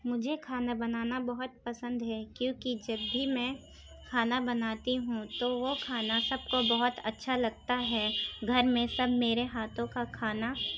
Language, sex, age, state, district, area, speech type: Urdu, female, 18-30, Uttar Pradesh, Ghaziabad, urban, spontaneous